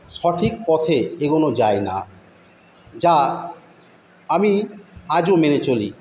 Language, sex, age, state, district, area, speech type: Bengali, male, 45-60, West Bengal, Paschim Medinipur, rural, spontaneous